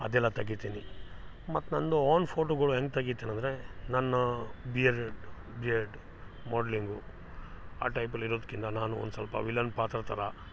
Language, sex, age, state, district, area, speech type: Kannada, male, 45-60, Karnataka, Chikkamagaluru, rural, spontaneous